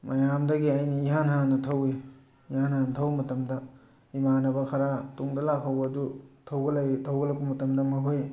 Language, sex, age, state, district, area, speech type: Manipuri, male, 45-60, Manipur, Tengnoupal, urban, spontaneous